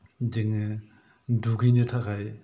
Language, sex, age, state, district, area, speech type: Bodo, male, 45-60, Assam, Kokrajhar, rural, spontaneous